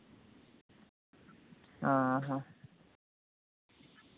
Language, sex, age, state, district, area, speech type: Santali, male, 18-30, Jharkhand, Seraikela Kharsawan, rural, conversation